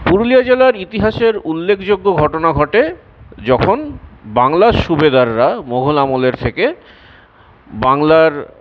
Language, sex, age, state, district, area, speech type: Bengali, male, 45-60, West Bengal, Purulia, urban, spontaneous